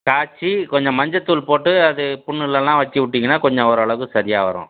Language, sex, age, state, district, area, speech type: Tamil, male, 60+, Tamil Nadu, Tiruchirappalli, rural, conversation